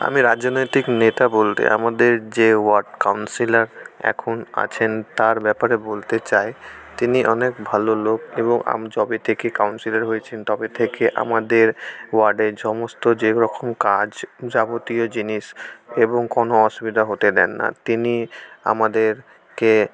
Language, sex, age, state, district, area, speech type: Bengali, male, 18-30, West Bengal, Malda, rural, spontaneous